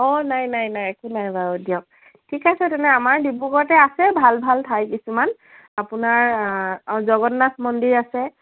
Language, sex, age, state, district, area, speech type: Assamese, female, 18-30, Assam, Dibrugarh, rural, conversation